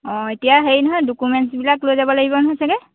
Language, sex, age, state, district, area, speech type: Assamese, female, 30-45, Assam, Golaghat, urban, conversation